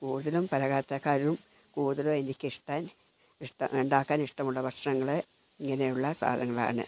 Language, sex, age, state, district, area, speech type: Malayalam, female, 60+, Kerala, Wayanad, rural, spontaneous